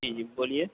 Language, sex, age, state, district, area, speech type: Urdu, male, 18-30, Uttar Pradesh, Saharanpur, urban, conversation